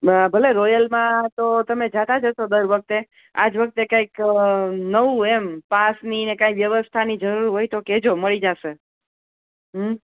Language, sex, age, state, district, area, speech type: Gujarati, female, 45-60, Gujarat, Junagadh, urban, conversation